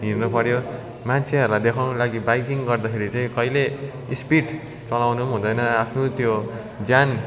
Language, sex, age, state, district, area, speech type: Nepali, male, 18-30, West Bengal, Darjeeling, rural, spontaneous